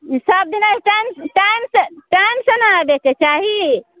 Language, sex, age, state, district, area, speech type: Maithili, female, 18-30, Bihar, Muzaffarpur, rural, conversation